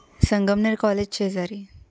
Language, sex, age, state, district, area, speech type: Marathi, female, 18-30, Maharashtra, Ahmednagar, rural, spontaneous